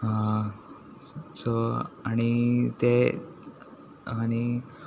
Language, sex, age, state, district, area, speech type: Goan Konkani, male, 18-30, Goa, Tiswadi, rural, spontaneous